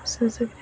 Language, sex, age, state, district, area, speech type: Odia, female, 18-30, Odisha, Nuapada, urban, spontaneous